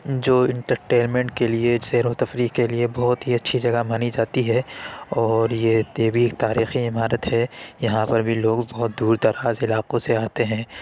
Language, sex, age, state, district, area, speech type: Urdu, male, 60+, Uttar Pradesh, Lucknow, rural, spontaneous